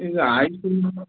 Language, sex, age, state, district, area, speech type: Kannada, male, 30-45, Karnataka, Mandya, rural, conversation